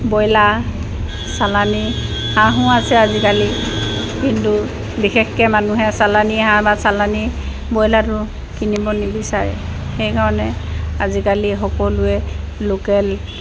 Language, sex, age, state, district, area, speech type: Assamese, female, 60+, Assam, Dibrugarh, rural, spontaneous